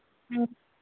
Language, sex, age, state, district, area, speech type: Tamil, female, 45-60, Tamil Nadu, Madurai, urban, conversation